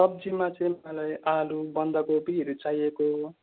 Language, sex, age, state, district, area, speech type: Nepali, male, 18-30, West Bengal, Darjeeling, rural, conversation